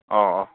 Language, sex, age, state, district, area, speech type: Manipuri, male, 18-30, Manipur, Senapati, rural, conversation